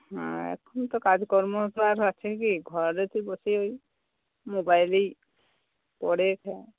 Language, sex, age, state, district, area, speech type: Bengali, female, 45-60, West Bengal, Cooch Behar, urban, conversation